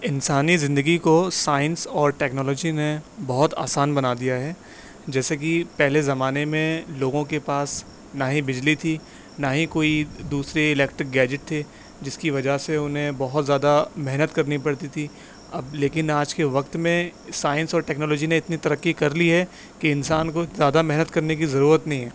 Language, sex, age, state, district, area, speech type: Urdu, male, 18-30, Uttar Pradesh, Aligarh, urban, spontaneous